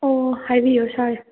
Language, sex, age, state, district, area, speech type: Manipuri, female, 30-45, Manipur, Kangpokpi, urban, conversation